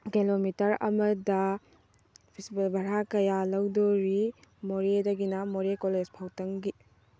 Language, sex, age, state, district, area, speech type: Manipuri, female, 18-30, Manipur, Tengnoupal, rural, spontaneous